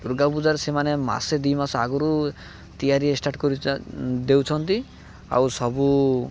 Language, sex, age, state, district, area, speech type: Odia, male, 18-30, Odisha, Malkangiri, urban, spontaneous